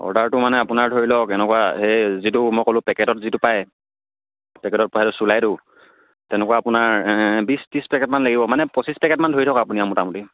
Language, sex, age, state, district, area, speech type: Assamese, male, 18-30, Assam, Charaideo, rural, conversation